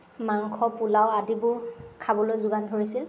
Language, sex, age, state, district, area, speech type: Assamese, female, 30-45, Assam, Lakhimpur, rural, spontaneous